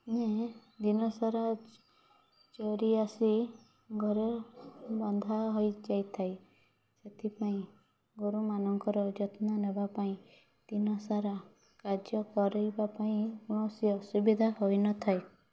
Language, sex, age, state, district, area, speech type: Odia, female, 18-30, Odisha, Mayurbhanj, rural, spontaneous